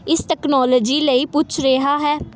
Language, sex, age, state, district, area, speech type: Punjabi, female, 18-30, Punjab, Tarn Taran, urban, read